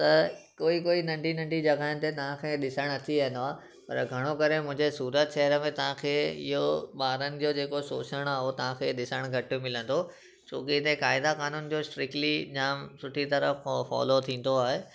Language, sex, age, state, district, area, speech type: Sindhi, male, 18-30, Gujarat, Surat, urban, spontaneous